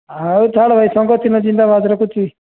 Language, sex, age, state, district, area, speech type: Odia, male, 18-30, Odisha, Nabarangpur, urban, conversation